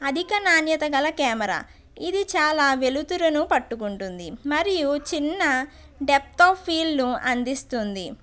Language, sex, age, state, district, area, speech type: Telugu, female, 30-45, Andhra Pradesh, West Godavari, rural, spontaneous